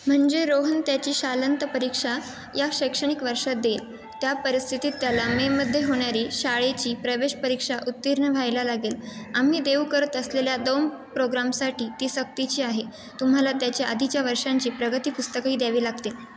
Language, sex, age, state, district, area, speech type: Marathi, female, 18-30, Maharashtra, Ahmednagar, urban, read